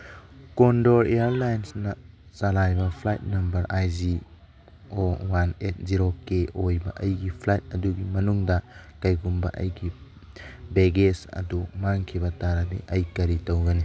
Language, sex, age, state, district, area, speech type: Manipuri, male, 45-60, Manipur, Churachandpur, rural, read